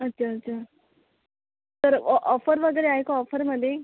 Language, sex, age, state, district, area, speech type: Marathi, female, 18-30, Maharashtra, Akola, rural, conversation